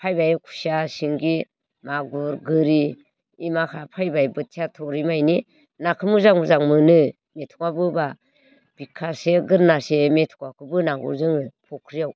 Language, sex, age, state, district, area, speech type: Bodo, female, 60+, Assam, Baksa, rural, spontaneous